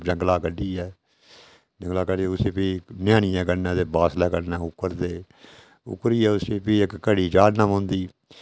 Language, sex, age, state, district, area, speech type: Dogri, male, 60+, Jammu and Kashmir, Udhampur, rural, spontaneous